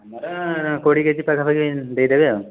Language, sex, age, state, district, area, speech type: Odia, male, 30-45, Odisha, Jajpur, rural, conversation